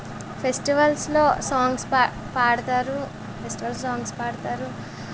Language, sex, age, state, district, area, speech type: Telugu, female, 18-30, Andhra Pradesh, Eluru, rural, spontaneous